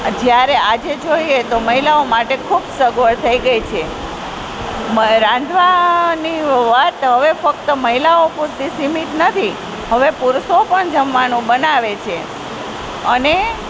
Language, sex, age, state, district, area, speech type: Gujarati, female, 45-60, Gujarat, Junagadh, rural, spontaneous